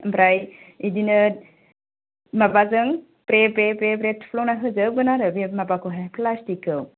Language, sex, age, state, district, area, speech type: Bodo, female, 30-45, Assam, Kokrajhar, rural, conversation